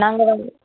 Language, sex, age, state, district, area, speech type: Tamil, female, 18-30, Tamil Nadu, Coimbatore, rural, conversation